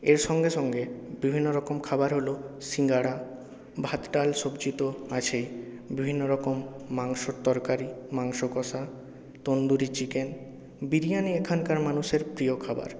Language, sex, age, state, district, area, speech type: Bengali, male, 18-30, West Bengal, Purulia, urban, spontaneous